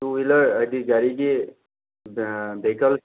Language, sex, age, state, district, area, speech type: Manipuri, male, 18-30, Manipur, Thoubal, rural, conversation